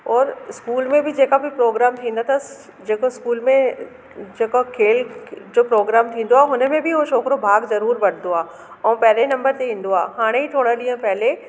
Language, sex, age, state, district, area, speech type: Sindhi, female, 30-45, Delhi, South Delhi, urban, spontaneous